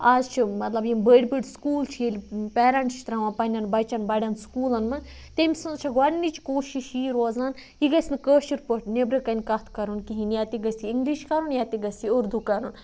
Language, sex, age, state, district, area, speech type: Kashmiri, other, 18-30, Jammu and Kashmir, Budgam, rural, spontaneous